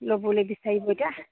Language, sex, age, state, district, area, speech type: Assamese, female, 30-45, Assam, Charaideo, rural, conversation